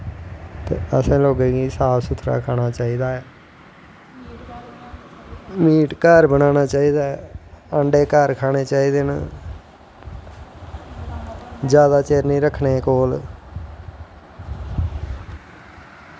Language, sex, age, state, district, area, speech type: Dogri, male, 45-60, Jammu and Kashmir, Jammu, rural, spontaneous